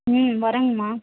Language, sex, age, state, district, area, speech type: Tamil, female, 30-45, Tamil Nadu, Tirupattur, rural, conversation